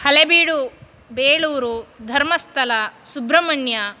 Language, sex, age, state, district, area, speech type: Sanskrit, female, 30-45, Karnataka, Dakshina Kannada, rural, spontaneous